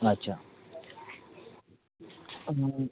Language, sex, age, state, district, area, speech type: Marathi, male, 18-30, Maharashtra, Thane, urban, conversation